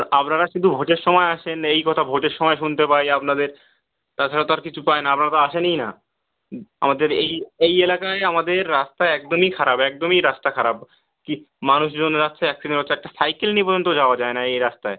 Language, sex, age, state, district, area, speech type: Bengali, male, 18-30, West Bengal, Birbhum, urban, conversation